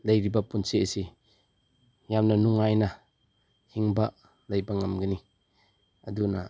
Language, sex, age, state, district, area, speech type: Manipuri, male, 30-45, Manipur, Chandel, rural, spontaneous